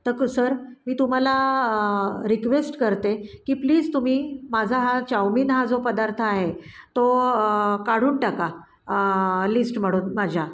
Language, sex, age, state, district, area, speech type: Marathi, female, 45-60, Maharashtra, Pune, urban, spontaneous